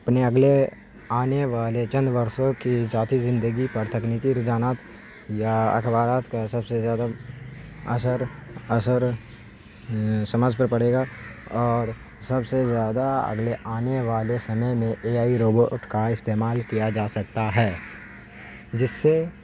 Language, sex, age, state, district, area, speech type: Urdu, male, 18-30, Bihar, Saharsa, urban, spontaneous